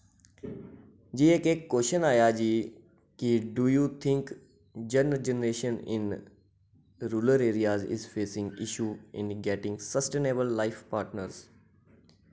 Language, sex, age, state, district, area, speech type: Dogri, male, 30-45, Jammu and Kashmir, Reasi, rural, spontaneous